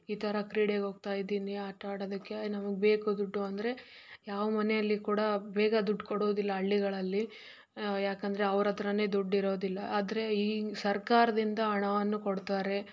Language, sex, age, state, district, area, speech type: Kannada, female, 18-30, Karnataka, Chitradurga, rural, spontaneous